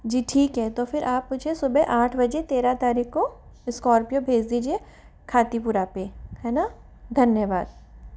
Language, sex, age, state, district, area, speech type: Hindi, female, 60+, Rajasthan, Jaipur, urban, spontaneous